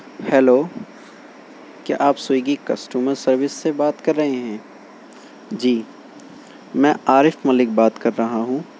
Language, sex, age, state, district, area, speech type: Urdu, male, 18-30, Uttar Pradesh, Shahjahanpur, rural, spontaneous